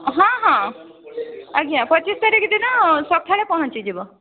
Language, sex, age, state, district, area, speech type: Odia, female, 30-45, Odisha, Bhadrak, rural, conversation